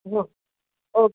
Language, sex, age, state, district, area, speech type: Gujarati, female, 45-60, Gujarat, Surat, urban, conversation